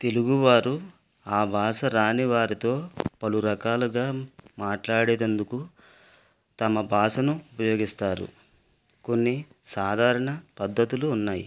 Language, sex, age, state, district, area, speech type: Telugu, male, 45-60, Andhra Pradesh, West Godavari, rural, spontaneous